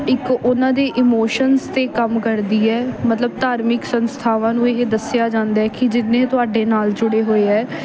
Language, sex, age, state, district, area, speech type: Punjabi, female, 18-30, Punjab, Bathinda, urban, spontaneous